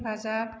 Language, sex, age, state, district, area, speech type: Bodo, female, 45-60, Assam, Chirang, rural, read